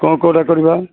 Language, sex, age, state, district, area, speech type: Odia, male, 45-60, Odisha, Sambalpur, rural, conversation